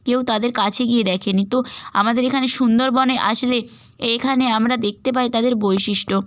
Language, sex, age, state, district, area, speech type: Bengali, female, 18-30, West Bengal, North 24 Parganas, rural, spontaneous